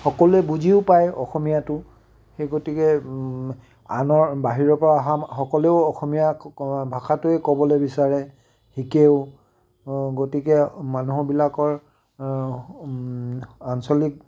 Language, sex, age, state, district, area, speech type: Assamese, male, 60+, Assam, Tinsukia, urban, spontaneous